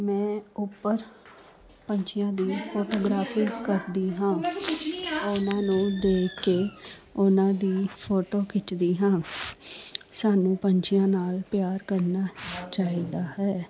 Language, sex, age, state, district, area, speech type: Punjabi, female, 30-45, Punjab, Jalandhar, urban, spontaneous